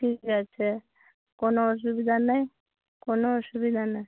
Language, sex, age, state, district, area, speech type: Bengali, female, 45-60, West Bengal, Uttar Dinajpur, urban, conversation